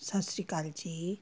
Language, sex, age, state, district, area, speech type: Punjabi, female, 30-45, Punjab, Amritsar, urban, spontaneous